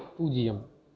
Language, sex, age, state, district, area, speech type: Tamil, male, 18-30, Tamil Nadu, Perambalur, rural, read